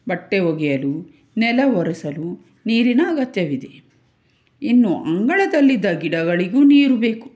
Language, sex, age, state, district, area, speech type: Kannada, female, 45-60, Karnataka, Tumkur, urban, spontaneous